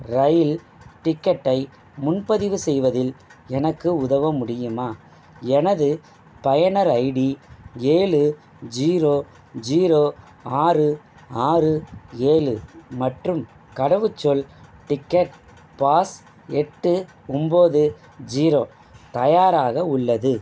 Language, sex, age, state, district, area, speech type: Tamil, male, 45-60, Tamil Nadu, Thanjavur, rural, read